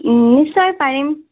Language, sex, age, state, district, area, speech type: Assamese, female, 18-30, Assam, Majuli, urban, conversation